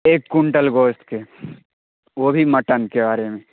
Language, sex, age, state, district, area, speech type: Urdu, male, 30-45, Bihar, Darbhanga, urban, conversation